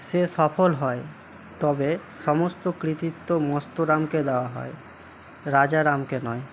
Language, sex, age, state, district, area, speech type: Bengali, male, 18-30, West Bengal, Malda, urban, read